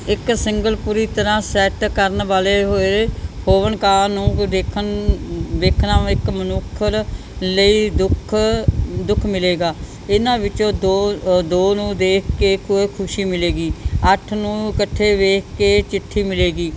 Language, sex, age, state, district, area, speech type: Punjabi, female, 60+, Punjab, Bathinda, urban, spontaneous